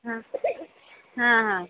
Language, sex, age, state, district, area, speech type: Marathi, female, 30-45, Maharashtra, Amravati, urban, conversation